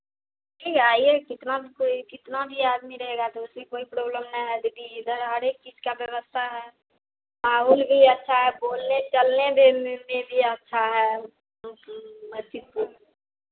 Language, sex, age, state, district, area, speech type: Hindi, female, 45-60, Bihar, Madhepura, rural, conversation